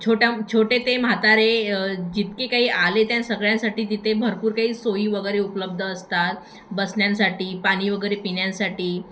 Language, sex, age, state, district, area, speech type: Marathi, female, 18-30, Maharashtra, Thane, urban, spontaneous